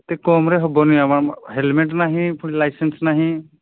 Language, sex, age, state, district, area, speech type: Odia, male, 45-60, Odisha, Angul, rural, conversation